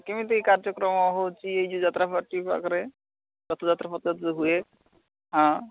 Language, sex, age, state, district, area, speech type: Odia, male, 30-45, Odisha, Malkangiri, urban, conversation